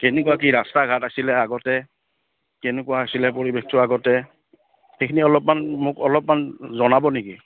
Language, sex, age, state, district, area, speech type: Assamese, male, 45-60, Assam, Udalguri, rural, conversation